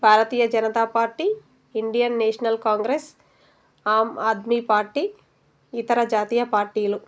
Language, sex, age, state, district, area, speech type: Telugu, female, 30-45, Telangana, Narayanpet, urban, spontaneous